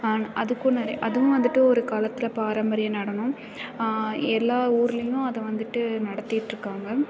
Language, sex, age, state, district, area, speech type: Tamil, female, 18-30, Tamil Nadu, Karur, rural, spontaneous